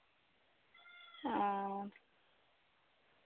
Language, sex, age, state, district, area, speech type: Santali, female, 18-30, West Bengal, Bankura, rural, conversation